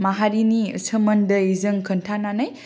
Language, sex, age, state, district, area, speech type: Bodo, female, 18-30, Assam, Kokrajhar, rural, spontaneous